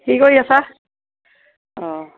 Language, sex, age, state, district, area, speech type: Assamese, female, 60+, Assam, Kamrup Metropolitan, rural, conversation